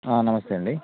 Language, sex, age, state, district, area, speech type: Telugu, male, 30-45, Andhra Pradesh, Anantapur, urban, conversation